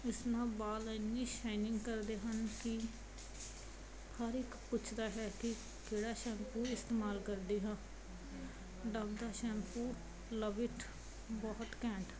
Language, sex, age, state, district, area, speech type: Punjabi, female, 30-45, Punjab, Muktsar, urban, spontaneous